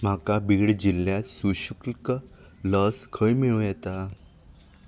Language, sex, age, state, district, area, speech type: Goan Konkani, male, 18-30, Goa, Ponda, rural, read